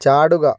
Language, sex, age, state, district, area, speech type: Malayalam, male, 30-45, Kerala, Kozhikode, urban, read